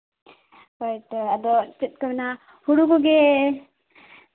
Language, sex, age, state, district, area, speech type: Santali, female, 18-30, Jharkhand, Seraikela Kharsawan, rural, conversation